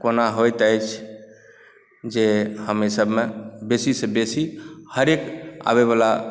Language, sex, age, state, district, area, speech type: Maithili, male, 45-60, Bihar, Saharsa, urban, spontaneous